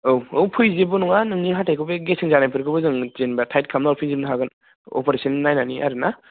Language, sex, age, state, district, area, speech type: Bodo, male, 18-30, Assam, Udalguri, urban, conversation